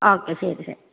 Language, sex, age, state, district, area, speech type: Malayalam, female, 18-30, Kerala, Kasaragod, rural, conversation